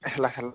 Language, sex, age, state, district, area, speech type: Odia, male, 30-45, Odisha, Bargarh, urban, conversation